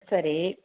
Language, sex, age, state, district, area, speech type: Tamil, female, 45-60, Tamil Nadu, Tiruppur, rural, conversation